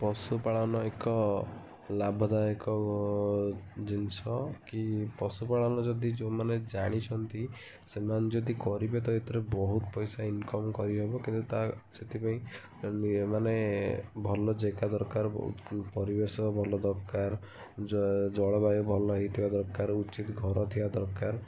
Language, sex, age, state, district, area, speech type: Odia, male, 30-45, Odisha, Kendujhar, urban, spontaneous